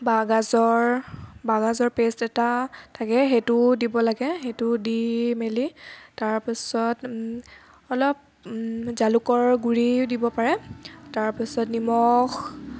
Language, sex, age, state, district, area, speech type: Assamese, female, 18-30, Assam, Tinsukia, urban, spontaneous